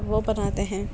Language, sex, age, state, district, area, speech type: Urdu, male, 18-30, Delhi, Central Delhi, urban, spontaneous